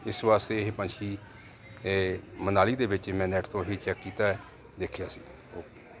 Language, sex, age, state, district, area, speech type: Punjabi, male, 45-60, Punjab, Jalandhar, urban, spontaneous